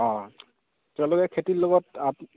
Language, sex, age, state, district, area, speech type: Assamese, male, 30-45, Assam, Goalpara, urban, conversation